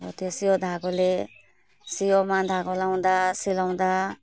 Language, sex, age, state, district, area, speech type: Nepali, female, 45-60, West Bengal, Alipurduar, urban, spontaneous